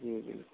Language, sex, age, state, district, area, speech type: Hindi, male, 30-45, Rajasthan, Jodhpur, rural, conversation